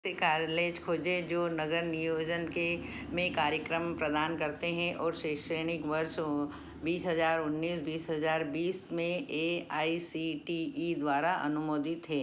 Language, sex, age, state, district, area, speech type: Hindi, female, 60+, Madhya Pradesh, Ujjain, urban, read